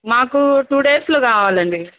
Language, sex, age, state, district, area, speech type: Telugu, female, 30-45, Andhra Pradesh, Bapatla, urban, conversation